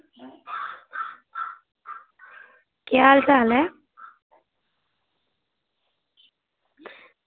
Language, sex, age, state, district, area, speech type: Dogri, female, 18-30, Jammu and Kashmir, Reasi, rural, conversation